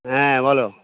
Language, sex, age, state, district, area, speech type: Bengali, male, 60+, West Bengal, Hooghly, rural, conversation